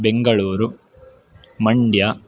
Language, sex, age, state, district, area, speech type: Sanskrit, male, 18-30, Karnataka, Uttara Kannada, urban, spontaneous